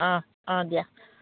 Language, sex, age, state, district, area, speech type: Assamese, female, 60+, Assam, Udalguri, rural, conversation